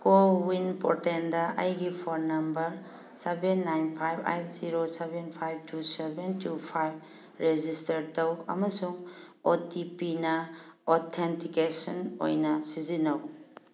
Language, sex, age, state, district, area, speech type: Manipuri, female, 45-60, Manipur, Thoubal, rural, read